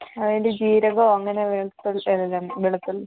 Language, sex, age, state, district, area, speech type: Malayalam, female, 18-30, Kerala, Wayanad, rural, conversation